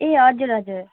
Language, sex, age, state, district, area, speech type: Nepali, female, 18-30, West Bengal, Kalimpong, rural, conversation